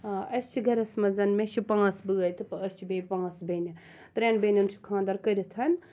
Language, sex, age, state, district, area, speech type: Kashmiri, female, 30-45, Jammu and Kashmir, Srinagar, rural, spontaneous